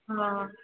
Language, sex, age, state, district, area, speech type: Marathi, female, 18-30, Maharashtra, Mumbai Suburban, urban, conversation